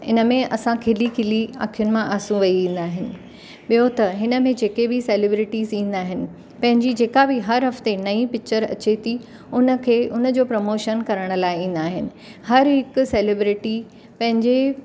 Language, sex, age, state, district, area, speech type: Sindhi, female, 45-60, Maharashtra, Mumbai Suburban, urban, spontaneous